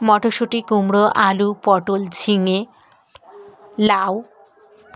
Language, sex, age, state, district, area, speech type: Bengali, female, 18-30, West Bengal, Dakshin Dinajpur, urban, spontaneous